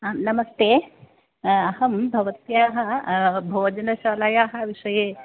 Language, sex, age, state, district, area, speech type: Sanskrit, female, 45-60, Kerala, Kottayam, rural, conversation